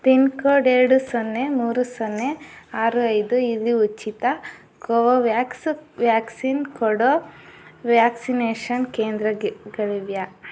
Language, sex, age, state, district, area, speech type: Kannada, female, 18-30, Karnataka, Chitradurga, rural, read